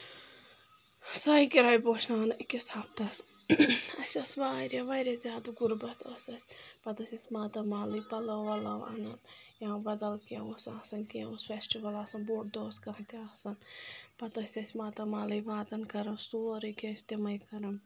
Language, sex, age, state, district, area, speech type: Kashmiri, female, 18-30, Jammu and Kashmir, Anantnag, rural, spontaneous